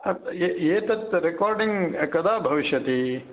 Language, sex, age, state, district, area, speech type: Sanskrit, male, 60+, Karnataka, Dakshina Kannada, urban, conversation